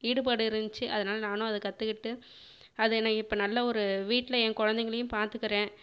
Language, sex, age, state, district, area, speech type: Tamil, female, 45-60, Tamil Nadu, Viluppuram, urban, spontaneous